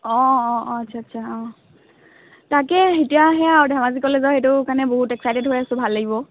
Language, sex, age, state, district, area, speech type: Assamese, female, 18-30, Assam, Dhemaji, urban, conversation